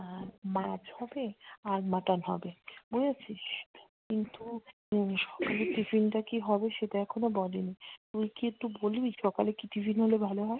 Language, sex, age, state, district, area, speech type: Bengali, female, 45-60, West Bengal, South 24 Parganas, rural, conversation